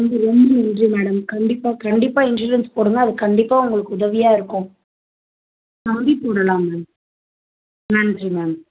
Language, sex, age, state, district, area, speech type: Tamil, female, 30-45, Tamil Nadu, Tiruvallur, urban, conversation